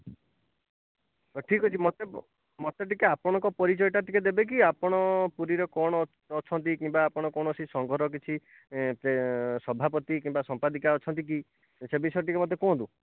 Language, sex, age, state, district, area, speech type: Odia, male, 45-60, Odisha, Jajpur, rural, conversation